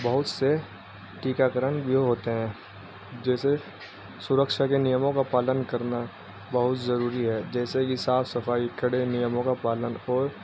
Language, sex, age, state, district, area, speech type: Urdu, male, 30-45, Uttar Pradesh, Muzaffarnagar, urban, spontaneous